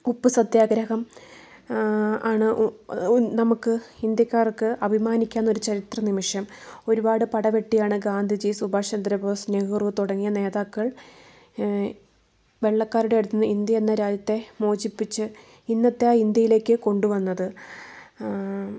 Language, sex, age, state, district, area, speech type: Malayalam, female, 18-30, Kerala, Wayanad, rural, spontaneous